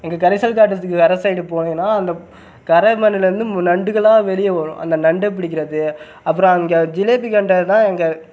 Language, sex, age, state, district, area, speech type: Tamil, male, 18-30, Tamil Nadu, Sivaganga, rural, spontaneous